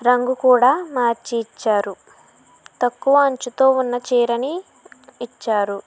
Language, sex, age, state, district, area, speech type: Telugu, female, 60+, Andhra Pradesh, Kakinada, rural, spontaneous